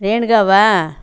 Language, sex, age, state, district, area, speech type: Tamil, female, 60+, Tamil Nadu, Coimbatore, rural, spontaneous